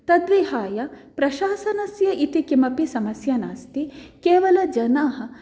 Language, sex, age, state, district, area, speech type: Sanskrit, female, 18-30, Karnataka, Dakshina Kannada, rural, spontaneous